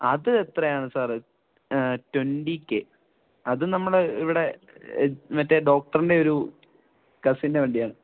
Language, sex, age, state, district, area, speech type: Malayalam, male, 18-30, Kerala, Kottayam, urban, conversation